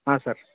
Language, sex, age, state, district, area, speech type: Kannada, male, 30-45, Karnataka, Vijayanagara, rural, conversation